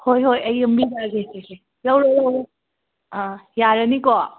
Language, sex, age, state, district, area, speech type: Manipuri, female, 18-30, Manipur, Imphal West, urban, conversation